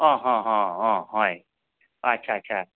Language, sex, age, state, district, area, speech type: Assamese, male, 60+, Assam, Majuli, urban, conversation